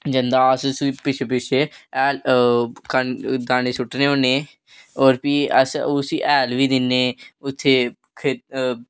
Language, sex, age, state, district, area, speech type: Dogri, male, 18-30, Jammu and Kashmir, Reasi, rural, spontaneous